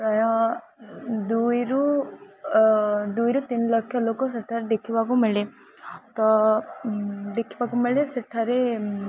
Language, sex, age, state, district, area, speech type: Odia, female, 18-30, Odisha, Ganjam, urban, spontaneous